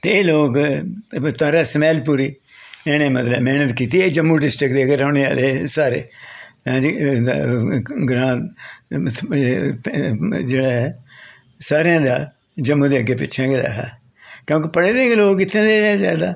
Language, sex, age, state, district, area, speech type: Dogri, male, 60+, Jammu and Kashmir, Jammu, urban, spontaneous